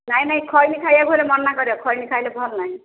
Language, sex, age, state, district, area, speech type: Odia, female, 45-60, Odisha, Gajapati, rural, conversation